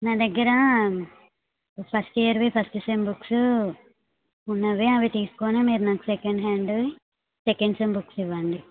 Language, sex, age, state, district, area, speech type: Telugu, female, 18-30, Telangana, Suryapet, urban, conversation